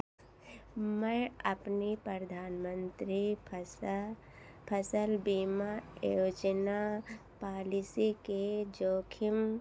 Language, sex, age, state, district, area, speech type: Hindi, female, 60+, Uttar Pradesh, Ayodhya, urban, read